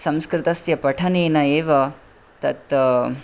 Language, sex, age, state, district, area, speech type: Sanskrit, male, 18-30, Karnataka, Bangalore Urban, rural, spontaneous